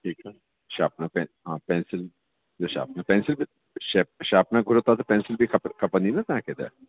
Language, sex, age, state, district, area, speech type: Sindhi, male, 45-60, Delhi, South Delhi, urban, conversation